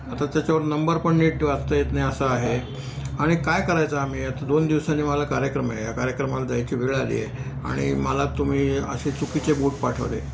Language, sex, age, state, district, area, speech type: Marathi, male, 60+, Maharashtra, Nashik, urban, spontaneous